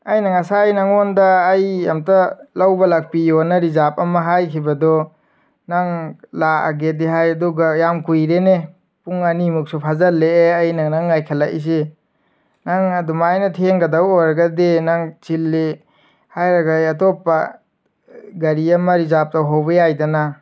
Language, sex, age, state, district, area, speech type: Manipuri, male, 18-30, Manipur, Tengnoupal, rural, spontaneous